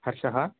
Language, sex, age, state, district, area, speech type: Sanskrit, male, 18-30, Telangana, Mahbubnagar, urban, conversation